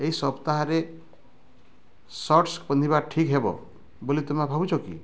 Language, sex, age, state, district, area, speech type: Odia, male, 45-60, Odisha, Bargarh, rural, read